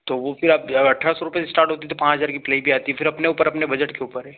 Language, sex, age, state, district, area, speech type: Hindi, male, 18-30, Madhya Pradesh, Ujjain, rural, conversation